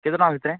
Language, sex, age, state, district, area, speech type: Odia, male, 18-30, Odisha, Balangir, urban, conversation